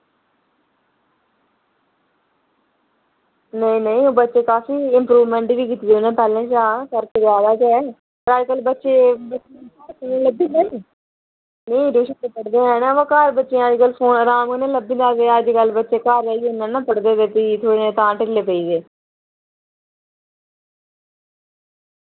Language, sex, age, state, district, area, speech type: Dogri, female, 30-45, Jammu and Kashmir, Udhampur, urban, conversation